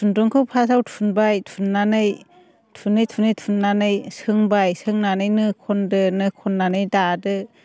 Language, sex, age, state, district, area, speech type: Bodo, female, 45-60, Assam, Chirang, rural, spontaneous